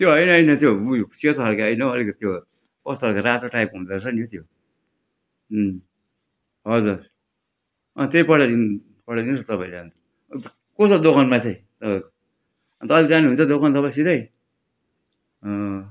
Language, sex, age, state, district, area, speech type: Nepali, male, 60+, West Bengal, Darjeeling, rural, spontaneous